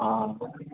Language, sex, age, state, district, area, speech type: Assamese, male, 18-30, Assam, Barpeta, rural, conversation